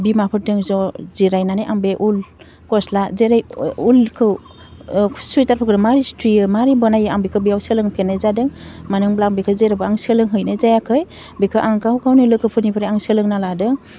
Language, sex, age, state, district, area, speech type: Bodo, female, 45-60, Assam, Udalguri, urban, spontaneous